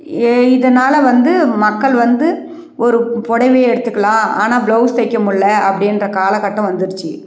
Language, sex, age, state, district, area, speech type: Tamil, female, 60+, Tamil Nadu, Krishnagiri, rural, spontaneous